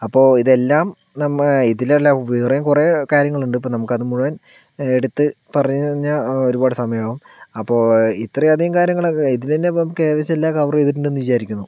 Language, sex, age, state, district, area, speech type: Malayalam, male, 45-60, Kerala, Palakkad, rural, spontaneous